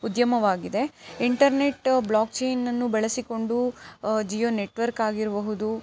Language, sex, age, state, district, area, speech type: Kannada, female, 18-30, Karnataka, Chikkaballapur, urban, spontaneous